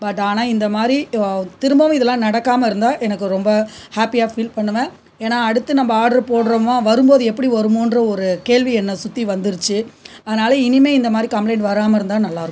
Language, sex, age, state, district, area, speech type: Tamil, female, 45-60, Tamil Nadu, Cuddalore, rural, spontaneous